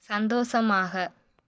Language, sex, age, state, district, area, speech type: Tamil, female, 18-30, Tamil Nadu, Madurai, rural, read